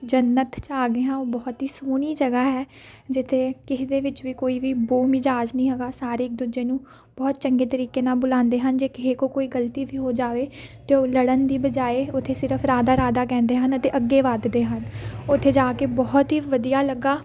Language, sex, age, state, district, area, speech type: Punjabi, female, 18-30, Punjab, Amritsar, urban, spontaneous